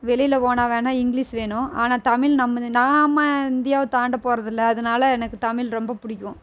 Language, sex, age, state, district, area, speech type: Tamil, female, 30-45, Tamil Nadu, Erode, rural, spontaneous